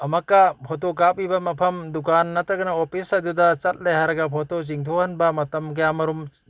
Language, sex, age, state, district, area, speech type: Manipuri, male, 60+, Manipur, Bishnupur, rural, spontaneous